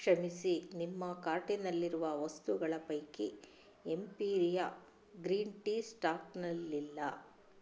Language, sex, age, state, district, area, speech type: Kannada, female, 45-60, Karnataka, Chitradurga, rural, read